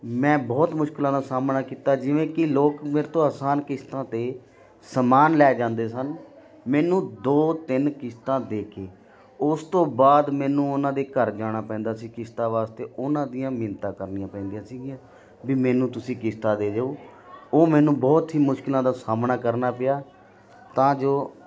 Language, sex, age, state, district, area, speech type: Punjabi, male, 18-30, Punjab, Muktsar, rural, spontaneous